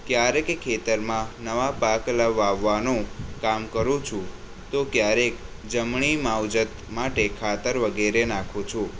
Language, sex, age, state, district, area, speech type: Gujarati, male, 18-30, Gujarat, Kheda, rural, spontaneous